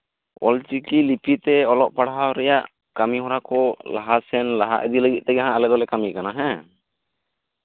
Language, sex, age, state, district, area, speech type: Santali, male, 18-30, West Bengal, Bankura, rural, conversation